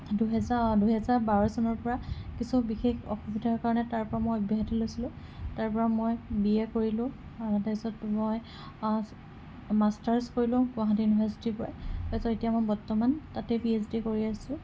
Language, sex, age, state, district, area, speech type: Assamese, female, 18-30, Assam, Kamrup Metropolitan, urban, spontaneous